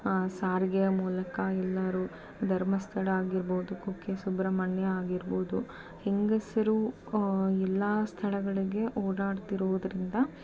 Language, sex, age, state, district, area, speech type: Kannada, female, 30-45, Karnataka, Davanagere, rural, spontaneous